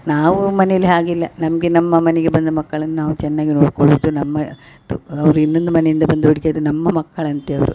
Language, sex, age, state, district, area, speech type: Kannada, female, 60+, Karnataka, Dakshina Kannada, rural, spontaneous